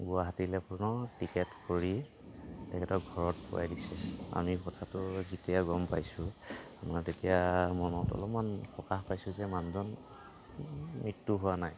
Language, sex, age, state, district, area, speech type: Assamese, male, 45-60, Assam, Kamrup Metropolitan, urban, spontaneous